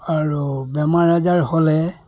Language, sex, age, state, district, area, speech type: Assamese, male, 60+, Assam, Dibrugarh, rural, spontaneous